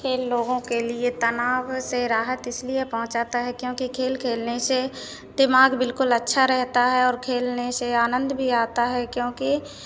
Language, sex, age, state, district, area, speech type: Hindi, female, 18-30, Madhya Pradesh, Hoshangabad, urban, spontaneous